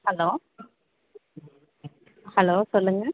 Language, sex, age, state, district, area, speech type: Tamil, female, 18-30, Tamil Nadu, Tirupattur, rural, conversation